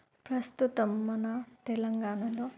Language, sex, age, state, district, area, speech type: Telugu, female, 30-45, Telangana, Warangal, urban, spontaneous